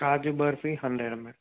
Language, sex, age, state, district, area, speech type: Telugu, male, 18-30, Andhra Pradesh, Nandyal, rural, conversation